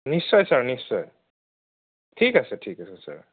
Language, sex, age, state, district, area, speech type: Assamese, male, 30-45, Assam, Nagaon, rural, conversation